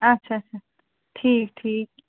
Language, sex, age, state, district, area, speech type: Kashmiri, female, 45-60, Jammu and Kashmir, Srinagar, urban, conversation